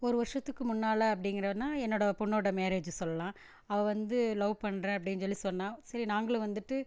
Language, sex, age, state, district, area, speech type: Tamil, female, 45-60, Tamil Nadu, Erode, rural, spontaneous